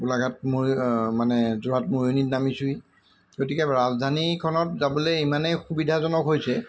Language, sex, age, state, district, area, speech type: Assamese, male, 45-60, Assam, Golaghat, urban, spontaneous